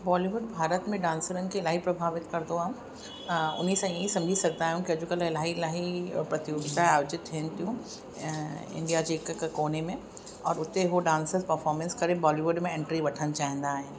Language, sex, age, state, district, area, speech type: Sindhi, female, 30-45, Uttar Pradesh, Lucknow, urban, spontaneous